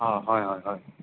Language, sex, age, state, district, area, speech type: Assamese, male, 30-45, Assam, Sivasagar, urban, conversation